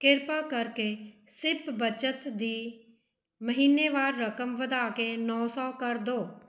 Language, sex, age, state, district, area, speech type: Punjabi, female, 45-60, Punjab, Mohali, urban, read